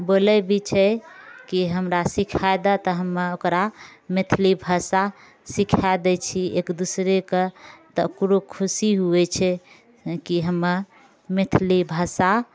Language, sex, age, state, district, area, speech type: Maithili, female, 45-60, Bihar, Purnia, rural, spontaneous